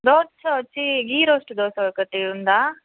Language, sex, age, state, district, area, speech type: Telugu, female, 18-30, Andhra Pradesh, Sri Balaji, rural, conversation